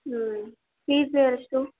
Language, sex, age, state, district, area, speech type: Kannada, female, 18-30, Karnataka, Chitradurga, rural, conversation